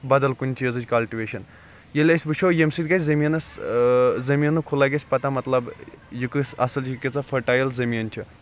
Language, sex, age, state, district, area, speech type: Kashmiri, male, 30-45, Jammu and Kashmir, Kulgam, rural, spontaneous